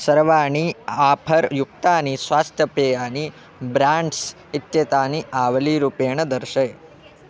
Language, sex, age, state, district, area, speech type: Sanskrit, male, 18-30, Madhya Pradesh, Chhindwara, rural, read